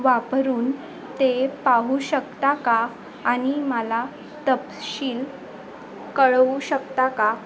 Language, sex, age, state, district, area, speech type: Marathi, female, 18-30, Maharashtra, Thane, urban, read